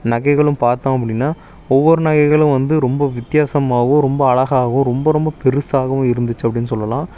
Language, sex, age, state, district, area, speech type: Tamil, male, 18-30, Tamil Nadu, Tiruppur, rural, spontaneous